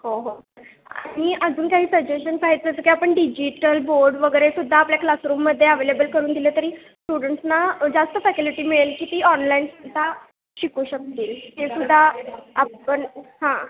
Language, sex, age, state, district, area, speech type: Marathi, female, 18-30, Maharashtra, Kolhapur, urban, conversation